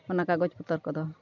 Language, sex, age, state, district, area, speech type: Santali, female, 45-60, Jharkhand, Bokaro, rural, spontaneous